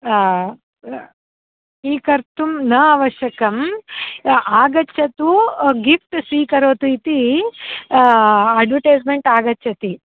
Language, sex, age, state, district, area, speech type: Sanskrit, female, 30-45, Karnataka, Dharwad, urban, conversation